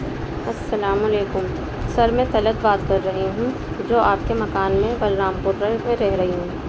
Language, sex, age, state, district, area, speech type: Urdu, female, 30-45, Uttar Pradesh, Balrampur, urban, spontaneous